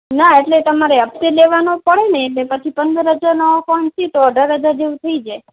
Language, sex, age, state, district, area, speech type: Gujarati, female, 30-45, Gujarat, Kutch, rural, conversation